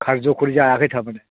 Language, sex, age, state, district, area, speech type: Bodo, other, 60+, Assam, Chirang, rural, conversation